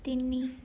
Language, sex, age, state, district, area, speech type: Odia, female, 18-30, Odisha, Rayagada, rural, read